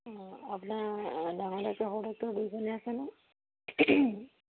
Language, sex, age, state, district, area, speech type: Assamese, female, 18-30, Assam, Dibrugarh, rural, conversation